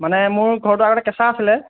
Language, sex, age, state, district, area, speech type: Assamese, male, 18-30, Assam, Golaghat, urban, conversation